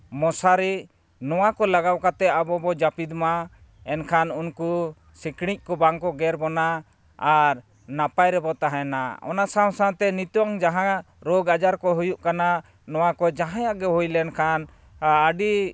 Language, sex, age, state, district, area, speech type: Santali, male, 30-45, Jharkhand, East Singhbhum, rural, spontaneous